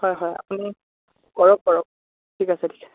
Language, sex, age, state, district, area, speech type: Assamese, male, 18-30, Assam, Dhemaji, rural, conversation